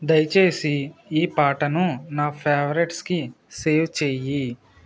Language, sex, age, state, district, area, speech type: Telugu, male, 18-30, Andhra Pradesh, Eluru, rural, read